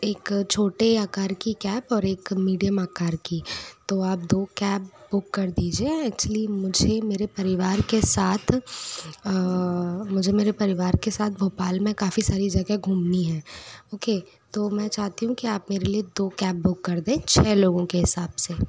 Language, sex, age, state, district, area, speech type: Hindi, female, 30-45, Madhya Pradesh, Bhopal, urban, spontaneous